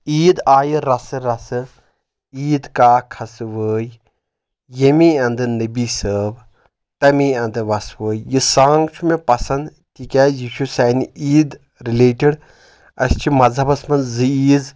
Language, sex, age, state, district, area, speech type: Kashmiri, male, 30-45, Jammu and Kashmir, Anantnag, rural, spontaneous